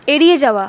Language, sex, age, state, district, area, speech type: Bengali, female, 30-45, West Bengal, Paschim Bardhaman, urban, read